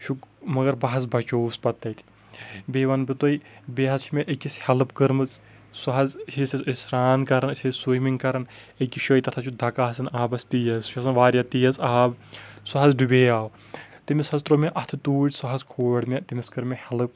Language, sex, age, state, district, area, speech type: Kashmiri, male, 30-45, Jammu and Kashmir, Kulgam, rural, spontaneous